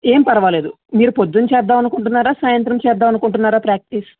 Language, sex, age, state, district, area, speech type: Telugu, male, 45-60, Andhra Pradesh, West Godavari, rural, conversation